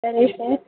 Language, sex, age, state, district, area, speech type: Telugu, female, 18-30, Andhra Pradesh, Chittoor, rural, conversation